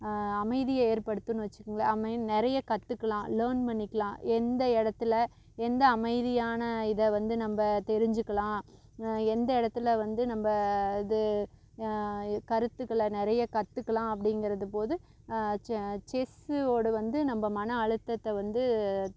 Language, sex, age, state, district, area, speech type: Tamil, female, 30-45, Tamil Nadu, Namakkal, rural, spontaneous